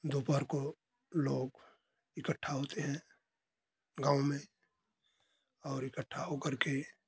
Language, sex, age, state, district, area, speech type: Hindi, male, 60+, Uttar Pradesh, Ghazipur, rural, spontaneous